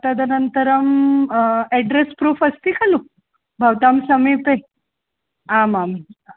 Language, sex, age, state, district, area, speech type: Sanskrit, female, 45-60, Maharashtra, Nagpur, urban, conversation